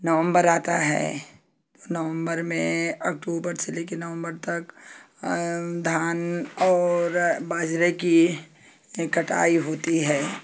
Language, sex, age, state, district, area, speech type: Hindi, female, 45-60, Uttar Pradesh, Ghazipur, rural, spontaneous